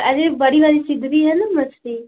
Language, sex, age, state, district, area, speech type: Hindi, female, 18-30, Uttar Pradesh, Azamgarh, urban, conversation